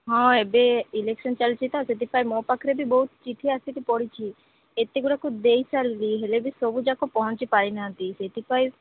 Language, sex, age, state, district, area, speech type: Odia, female, 18-30, Odisha, Malkangiri, urban, conversation